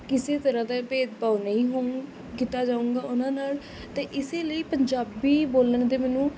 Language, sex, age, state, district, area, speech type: Punjabi, female, 18-30, Punjab, Kapurthala, urban, spontaneous